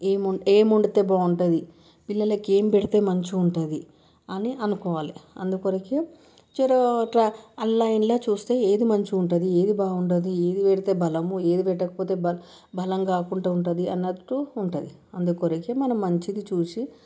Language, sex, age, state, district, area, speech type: Telugu, female, 30-45, Telangana, Medchal, urban, spontaneous